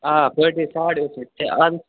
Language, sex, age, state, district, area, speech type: Kashmiri, male, 30-45, Jammu and Kashmir, Anantnag, rural, conversation